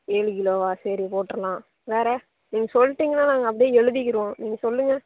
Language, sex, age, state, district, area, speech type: Tamil, female, 18-30, Tamil Nadu, Nagapattinam, urban, conversation